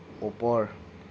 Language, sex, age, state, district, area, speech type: Assamese, male, 18-30, Assam, Lakhimpur, rural, read